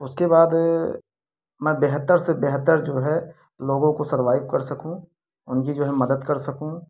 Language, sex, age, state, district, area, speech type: Hindi, male, 30-45, Uttar Pradesh, Prayagraj, urban, spontaneous